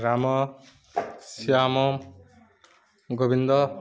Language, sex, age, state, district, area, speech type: Odia, male, 18-30, Odisha, Subarnapur, urban, spontaneous